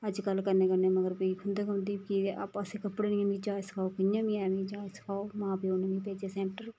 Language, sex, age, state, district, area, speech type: Dogri, female, 30-45, Jammu and Kashmir, Reasi, rural, spontaneous